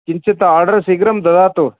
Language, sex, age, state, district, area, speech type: Sanskrit, male, 45-60, Karnataka, Vijayapura, urban, conversation